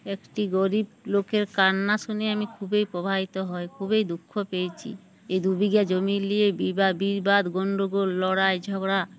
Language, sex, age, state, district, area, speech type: Bengali, female, 60+, West Bengal, Uttar Dinajpur, urban, spontaneous